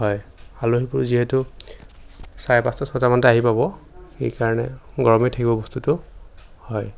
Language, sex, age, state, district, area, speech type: Assamese, male, 18-30, Assam, Sonitpur, rural, spontaneous